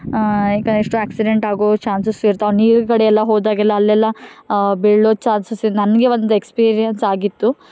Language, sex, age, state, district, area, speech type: Kannada, female, 18-30, Karnataka, Dharwad, rural, spontaneous